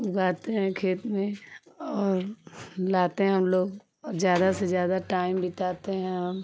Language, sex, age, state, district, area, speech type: Hindi, female, 30-45, Uttar Pradesh, Ghazipur, rural, spontaneous